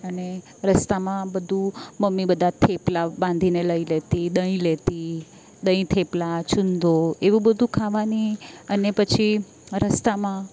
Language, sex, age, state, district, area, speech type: Gujarati, female, 30-45, Gujarat, Valsad, urban, spontaneous